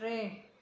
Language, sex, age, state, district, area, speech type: Sindhi, female, 45-60, Maharashtra, Thane, urban, read